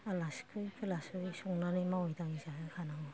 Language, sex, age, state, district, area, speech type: Bodo, female, 60+, Assam, Kokrajhar, rural, spontaneous